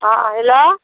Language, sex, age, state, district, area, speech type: Hindi, female, 60+, Bihar, Muzaffarpur, rural, conversation